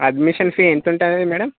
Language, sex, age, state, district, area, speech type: Telugu, male, 30-45, Andhra Pradesh, Srikakulam, urban, conversation